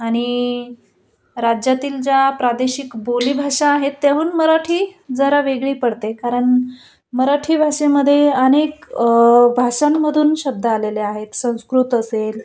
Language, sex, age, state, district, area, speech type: Marathi, female, 30-45, Maharashtra, Nashik, urban, spontaneous